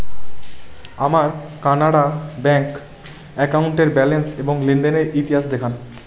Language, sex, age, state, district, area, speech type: Bengali, male, 18-30, West Bengal, Bankura, urban, read